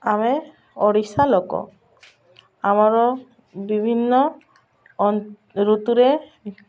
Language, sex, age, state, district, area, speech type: Odia, female, 45-60, Odisha, Malkangiri, urban, spontaneous